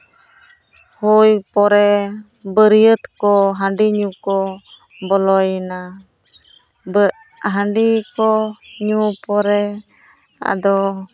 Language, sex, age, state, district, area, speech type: Santali, female, 30-45, West Bengal, Jhargram, rural, spontaneous